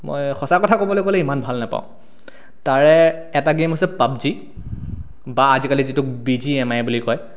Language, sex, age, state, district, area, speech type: Assamese, male, 18-30, Assam, Sonitpur, rural, spontaneous